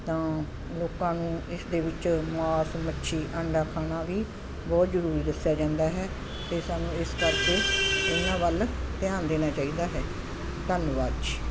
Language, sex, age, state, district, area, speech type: Punjabi, female, 60+, Punjab, Ludhiana, urban, spontaneous